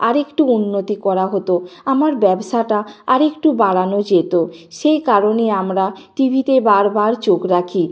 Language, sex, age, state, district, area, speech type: Bengali, female, 45-60, West Bengal, Nadia, rural, spontaneous